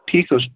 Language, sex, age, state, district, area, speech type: Kashmiri, male, 18-30, Jammu and Kashmir, Baramulla, rural, conversation